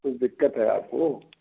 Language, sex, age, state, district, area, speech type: Hindi, male, 60+, Madhya Pradesh, Gwalior, rural, conversation